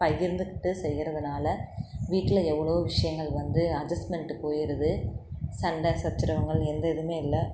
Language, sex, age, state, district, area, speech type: Tamil, female, 30-45, Tamil Nadu, Tiruchirappalli, rural, spontaneous